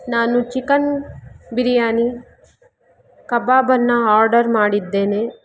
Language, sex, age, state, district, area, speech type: Kannada, female, 45-60, Karnataka, Kolar, rural, spontaneous